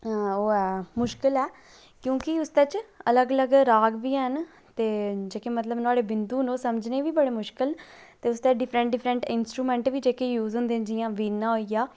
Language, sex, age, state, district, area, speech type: Dogri, female, 30-45, Jammu and Kashmir, Udhampur, rural, spontaneous